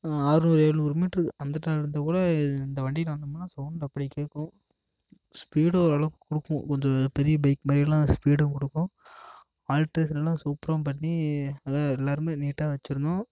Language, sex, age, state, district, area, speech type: Tamil, male, 18-30, Tamil Nadu, Namakkal, rural, spontaneous